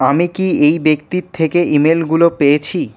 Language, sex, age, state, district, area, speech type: Bengali, male, 18-30, West Bengal, Paschim Bardhaman, urban, read